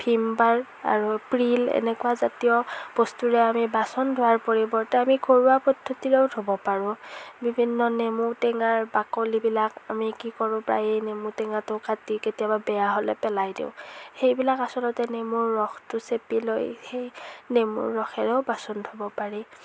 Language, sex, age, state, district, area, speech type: Assamese, female, 45-60, Assam, Morigaon, urban, spontaneous